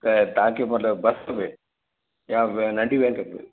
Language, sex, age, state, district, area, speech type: Sindhi, male, 60+, Rajasthan, Ajmer, urban, conversation